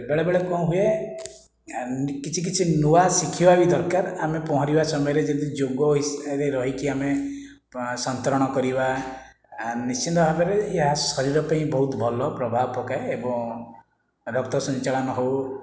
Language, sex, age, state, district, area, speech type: Odia, male, 45-60, Odisha, Khordha, rural, spontaneous